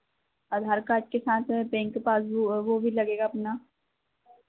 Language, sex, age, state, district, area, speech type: Hindi, female, 30-45, Madhya Pradesh, Harda, urban, conversation